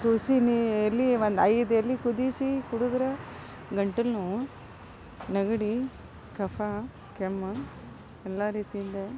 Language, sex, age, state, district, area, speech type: Kannada, female, 45-60, Karnataka, Gadag, rural, spontaneous